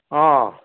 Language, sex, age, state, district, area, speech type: Assamese, male, 60+, Assam, Dibrugarh, urban, conversation